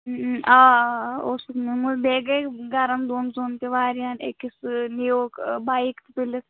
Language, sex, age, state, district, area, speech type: Kashmiri, female, 18-30, Jammu and Kashmir, Ganderbal, rural, conversation